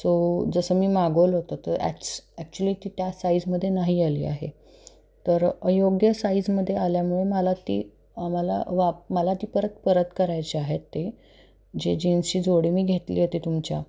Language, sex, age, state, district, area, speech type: Marathi, female, 30-45, Maharashtra, Satara, urban, spontaneous